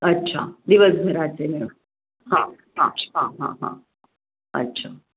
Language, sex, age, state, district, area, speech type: Marathi, female, 45-60, Maharashtra, Pune, urban, conversation